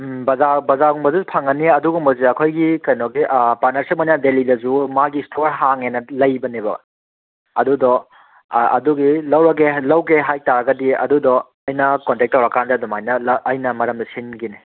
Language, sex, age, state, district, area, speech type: Manipuri, male, 30-45, Manipur, Kangpokpi, urban, conversation